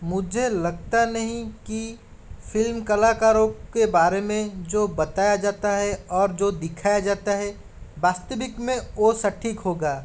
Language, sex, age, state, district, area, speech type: Hindi, male, 30-45, Rajasthan, Jaipur, urban, spontaneous